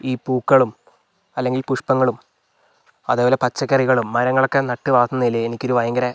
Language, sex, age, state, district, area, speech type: Malayalam, male, 45-60, Kerala, Wayanad, rural, spontaneous